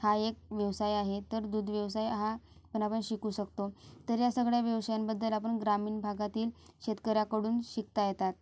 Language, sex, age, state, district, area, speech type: Marathi, female, 18-30, Maharashtra, Gondia, rural, spontaneous